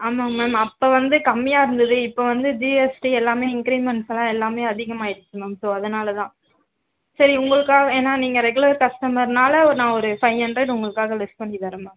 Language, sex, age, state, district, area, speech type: Tamil, female, 18-30, Tamil Nadu, Tiruvallur, urban, conversation